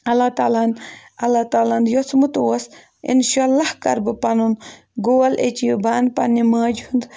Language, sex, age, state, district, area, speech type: Kashmiri, female, 18-30, Jammu and Kashmir, Ganderbal, rural, spontaneous